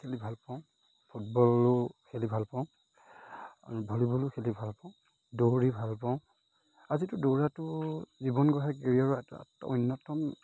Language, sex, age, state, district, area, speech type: Assamese, male, 30-45, Assam, Majuli, urban, spontaneous